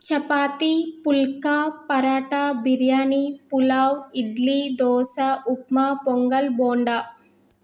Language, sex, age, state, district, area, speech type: Telugu, female, 30-45, Telangana, Hyderabad, rural, spontaneous